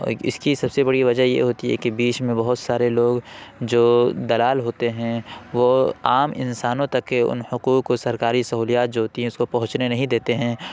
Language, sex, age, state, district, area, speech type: Urdu, male, 30-45, Uttar Pradesh, Lucknow, urban, spontaneous